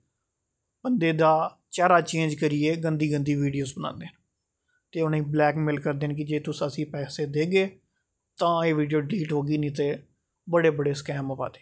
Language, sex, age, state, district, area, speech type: Dogri, male, 30-45, Jammu and Kashmir, Jammu, urban, spontaneous